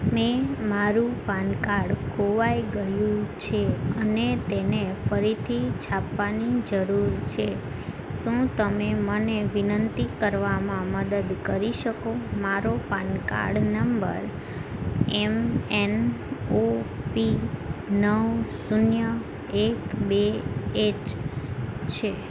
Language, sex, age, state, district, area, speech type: Gujarati, female, 18-30, Gujarat, Ahmedabad, urban, read